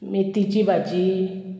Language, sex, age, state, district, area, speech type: Goan Konkani, female, 45-60, Goa, Murmgao, urban, spontaneous